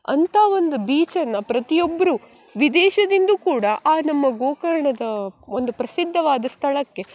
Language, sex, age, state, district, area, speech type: Kannada, female, 18-30, Karnataka, Uttara Kannada, rural, spontaneous